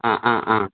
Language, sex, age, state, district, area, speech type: Malayalam, male, 18-30, Kerala, Malappuram, rural, conversation